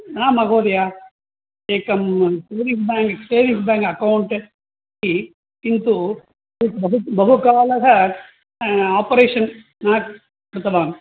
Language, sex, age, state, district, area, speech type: Sanskrit, male, 60+, Tamil Nadu, Coimbatore, urban, conversation